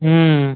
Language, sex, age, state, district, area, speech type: Tamil, male, 30-45, Tamil Nadu, Tiruppur, rural, conversation